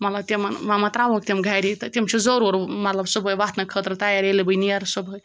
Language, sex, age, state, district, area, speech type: Kashmiri, female, 45-60, Jammu and Kashmir, Ganderbal, rural, spontaneous